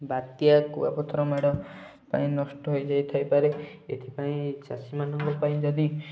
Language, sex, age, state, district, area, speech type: Odia, male, 18-30, Odisha, Kendujhar, urban, spontaneous